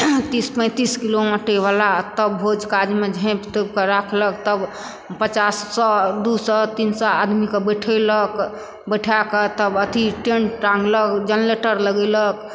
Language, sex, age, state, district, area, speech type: Maithili, female, 60+, Bihar, Supaul, rural, spontaneous